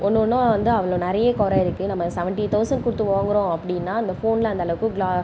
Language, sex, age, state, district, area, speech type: Tamil, female, 18-30, Tamil Nadu, Tiruvarur, urban, spontaneous